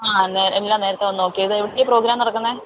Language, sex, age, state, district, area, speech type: Malayalam, female, 30-45, Kerala, Idukki, rural, conversation